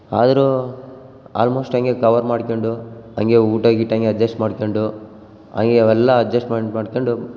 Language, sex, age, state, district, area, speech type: Kannada, male, 18-30, Karnataka, Bellary, rural, spontaneous